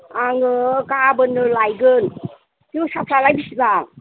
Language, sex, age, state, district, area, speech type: Bodo, female, 60+, Assam, Kokrajhar, rural, conversation